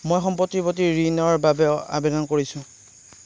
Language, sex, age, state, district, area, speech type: Assamese, male, 30-45, Assam, Darrang, rural, read